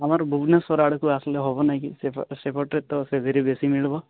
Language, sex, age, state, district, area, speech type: Odia, male, 18-30, Odisha, Nabarangpur, urban, conversation